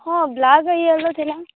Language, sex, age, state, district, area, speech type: Odia, female, 18-30, Odisha, Rayagada, rural, conversation